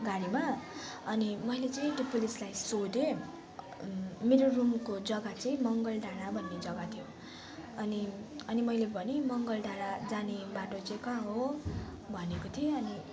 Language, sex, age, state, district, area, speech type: Nepali, female, 18-30, West Bengal, Kalimpong, rural, spontaneous